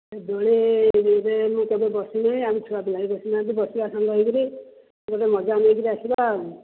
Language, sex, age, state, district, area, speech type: Odia, male, 60+, Odisha, Dhenkanal, rural, conversation